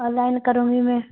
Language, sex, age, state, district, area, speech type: Hindi, female, 18-30, Rajasthan, Karauli, rural, conversation